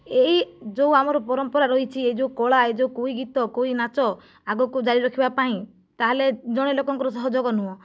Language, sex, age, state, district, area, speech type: Odia, female, 45-60, Odisha, Kandhamal, rural, spontaneous